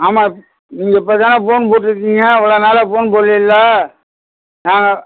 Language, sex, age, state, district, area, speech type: Tamil, male, 60+, Tamil Nadu, Thanjavur, rural, conversation